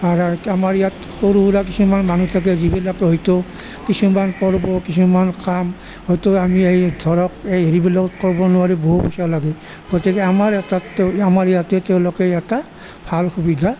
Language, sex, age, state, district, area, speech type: Assamese, male, 60+, Assam, Nalbari, rural, spontaneous